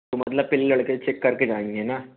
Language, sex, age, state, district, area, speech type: Hindi, male, 18-30, Madhya Pradesh, Bhopal, urban, conversation